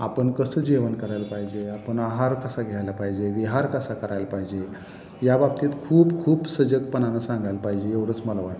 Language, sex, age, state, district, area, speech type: Marathi, male, 45-60, Maharashtra, Satara, urban, spontaneous